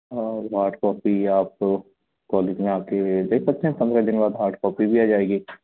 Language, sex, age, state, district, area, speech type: Hindi, male, 30-45, Madhya Pradesh, Katni, urban, conversation